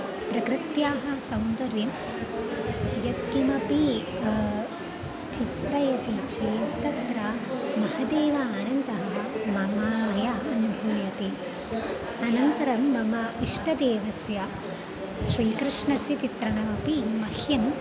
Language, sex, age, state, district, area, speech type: Sanskrit, female, 18-30, Kerala, Thrissur, urban, spontaneous